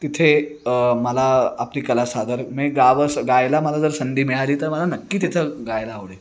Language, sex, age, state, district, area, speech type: Marathi, male, 30-45, Maharashtra, Sangli, urban, spontaneous